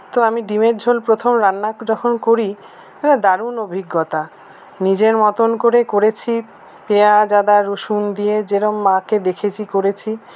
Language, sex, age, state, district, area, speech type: Bengali, female, 45-60, West Bengal, Paschim Bardhaman, urban, spontaneous